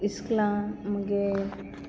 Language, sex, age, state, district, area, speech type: Goan Konkani, female, 18-30, Goa, Salcete, rural, spontaneous